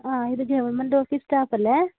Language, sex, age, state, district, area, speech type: Malayalam, female, 18-30, Kerala, Wayanad, rural, conversation